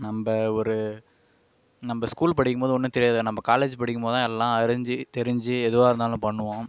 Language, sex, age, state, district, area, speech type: Tamil, male, 18-30, Tamil Nadu, Kallakurichi, rural, spontaneous